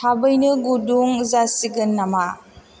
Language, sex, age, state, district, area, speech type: Bodo, female, 18-30, Assam, Chirang, urban, read